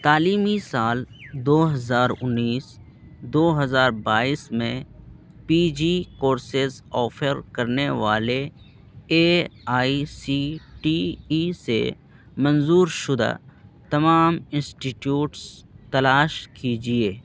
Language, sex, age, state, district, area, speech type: Urdu, male, 18-30, Bihar, Purnia, rural, read